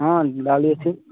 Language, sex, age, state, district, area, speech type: Odia, male, 18-30, Odisha, Koraput, urban, conversation